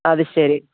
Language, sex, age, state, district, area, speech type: Malayalam, female, 45-60, Kerala, Thiruvananthapuram, urban, conversation